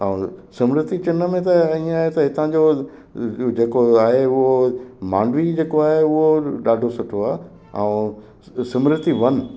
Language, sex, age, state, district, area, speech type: Sindhi, male, 60+, Gujarat, Kutch, rural, spontaneous